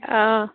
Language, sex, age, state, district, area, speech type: Assamese, female, 18-30, Assam, Darrang, rural, conversation